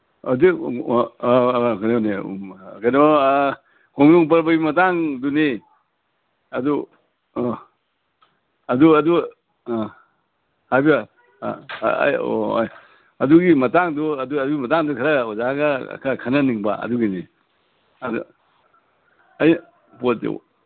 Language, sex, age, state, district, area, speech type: Manipuri, male, 60+, Manipur, Imphal East, rural, conversation